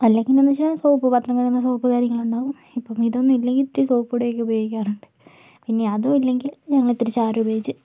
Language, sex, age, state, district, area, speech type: Malayalam, female, 45-60, Kerala, Kozhikode, urban, spontaneous